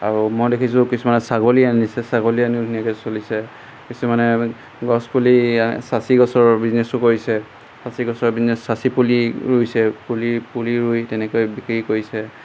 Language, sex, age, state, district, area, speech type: Assamese, male, 18-30, Assam, Golaghat, rural, spontaneous